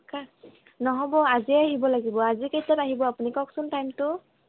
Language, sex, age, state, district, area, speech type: Assamese, female, 18-30, Assam, Kamrup Metropolitan, urban, conversation